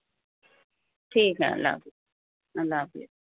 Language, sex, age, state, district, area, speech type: Urdu, female, 60+, Telangana, Hyderabad, urban, conversation